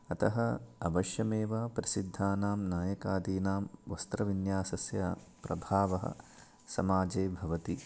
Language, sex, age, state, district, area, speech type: Sanskrit, male, 30-45, Karnataka, Chikkamagaluru, rural, spontaneous